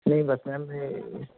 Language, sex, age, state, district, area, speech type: Punjabi, male, 18-30, Punjab, Mansa, urban, conversation